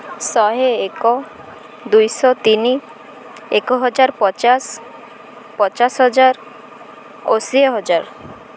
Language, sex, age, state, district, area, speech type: Odia, female, 18-30, Odisha, Malkangiri, urban, spontaneous